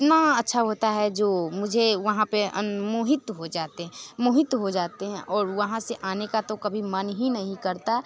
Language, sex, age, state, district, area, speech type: Hindi, female, 18-30, Bihar, Muzaffarpur, rural, spontaneous